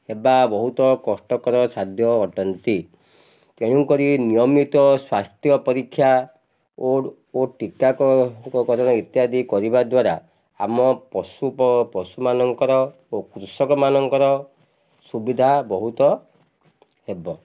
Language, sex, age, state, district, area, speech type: Odia, male, 45-60, Odisha, Ganjam, urban, spontaneous